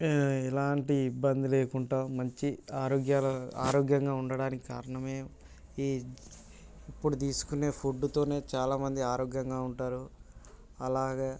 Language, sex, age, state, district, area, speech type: Telugu, male, 18-30, Telangana, Mancherial, rural, spontaneous